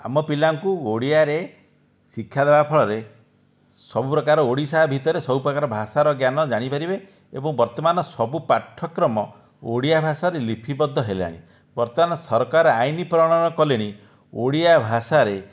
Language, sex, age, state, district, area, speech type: Odia, male, 45-60, Odisha, Dhenkanal, rural, spontaneous